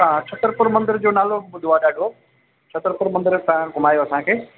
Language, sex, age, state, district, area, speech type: Sindhi, male, 45-60, Delhi, South Delhi, urban, conversation